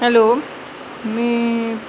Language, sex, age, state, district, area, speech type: Marathi, female, 18-30, Maharashtra, Sindhudurg, rural, spontaneous